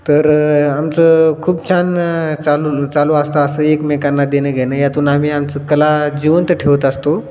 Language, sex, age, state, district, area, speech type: Marathi, male, 18-30, Maharashtra, Hingoli, rural, spontaneous